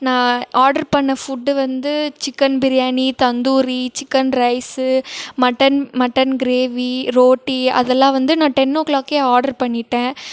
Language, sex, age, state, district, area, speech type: Tamil, female, 18-30, Tamil Nadu, Krishnagiri, rural, spontaneous